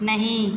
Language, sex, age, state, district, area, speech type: Hindi, female, 45-60, Uttar Pradesh, Azamgarh, rural, read